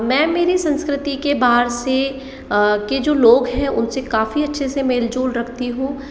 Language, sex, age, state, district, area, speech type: Hindi, female, 18-30, Rajasthan, Jaipur, urban, spontaneous